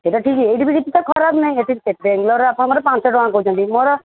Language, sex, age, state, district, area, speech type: Odia, female, 45-60, Odisha, Sundergarh, rural, conversation